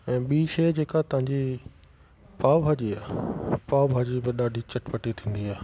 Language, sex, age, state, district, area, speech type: Sindhi, male, 45-60, Delhi, South Delhi, urban, spontaneous